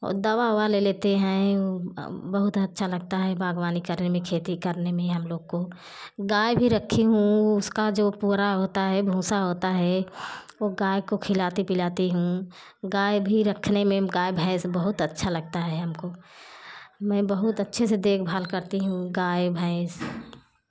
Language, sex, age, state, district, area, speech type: Hindi, female, 45-60, Uttar Pradesh, Jaunpur, rural, spontaneous